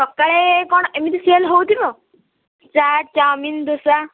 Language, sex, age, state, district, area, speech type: Odia, female, 18-30, Odisha, Kendujhar, urban, conversation